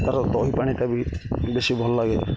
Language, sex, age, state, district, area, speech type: Odia, male, 30-45, Odisha, Jagatsinghpur, rural, spontaneous